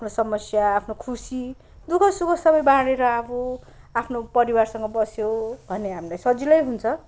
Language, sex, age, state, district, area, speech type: Nepali, male, 30-45, West Bengal, Kalimpong, rural, spontaneous